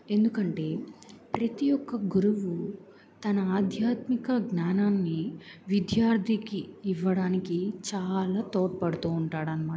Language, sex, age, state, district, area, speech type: Telugu, female, 18-30, Andhra Pradesh, Bapatla, rural, spontaneous